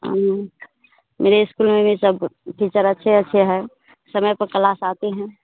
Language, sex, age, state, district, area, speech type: Hindi, female, 18-30, Bihar, Madhepura, rural, conversation